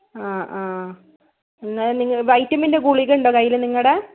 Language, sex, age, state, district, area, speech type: Malayalam, female, 45-60, Kerala, Wayanad, rural, conversation